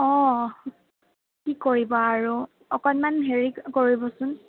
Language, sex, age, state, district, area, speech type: Assamese, female, 18-30, Assam, Sonitpur, rural, conversation